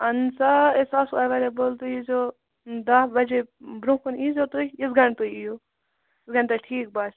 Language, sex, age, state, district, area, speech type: Kashmiri, female, 30-45, Jammu and Kashmir, Kupwara, rural, conversation